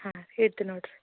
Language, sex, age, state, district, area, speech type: Kannada, female, 18-30, Karnataka, Gulbarga, urban, conversation